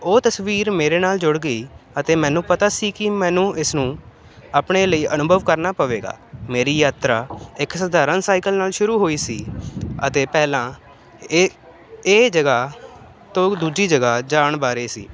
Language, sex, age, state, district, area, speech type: Punjabi, male, 18-30, Punjab, Ludhiana, urban, spontaneous